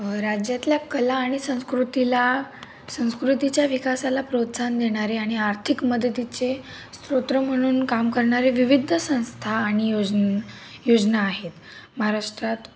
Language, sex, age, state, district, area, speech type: Marathi, female, 18-30, Maharashtra, Nashik, urban, spontaneous